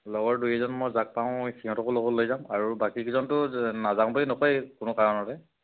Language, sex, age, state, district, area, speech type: Assamese, male, 30-45, Assam, Lakhimpur, urban, conversation